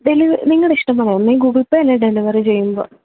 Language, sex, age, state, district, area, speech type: Malayalam, female, 18-30, Kerala, Alappuzha, rural, conversation